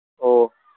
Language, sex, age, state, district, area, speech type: Manipuri, male, 18-30, Manipur, Kangpokpi, urban, conversation